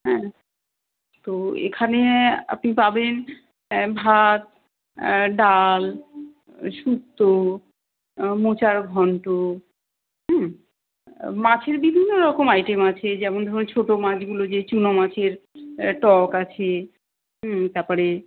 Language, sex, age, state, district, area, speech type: Bengali, female, 30-45, West Bengal, Darjeeling, urban, conversation